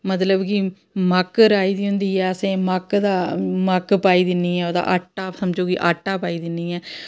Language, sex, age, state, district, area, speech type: Dogri, female, 30-45, Jammu and Kashmir, Samba, rural, spontaneous